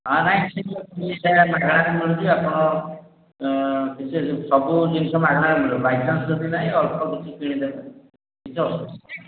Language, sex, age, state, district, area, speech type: Odia, male, 60+, Odisha, Angul, rural, conversation